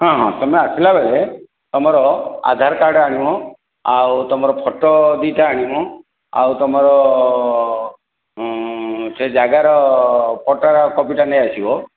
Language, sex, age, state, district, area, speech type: Odia, male, 60+, Odisha, Khordha, rural, conversation